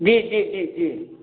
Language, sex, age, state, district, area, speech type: Hindi, male, 45-60, Uttar Pradesh, Sitapur, rural, conversation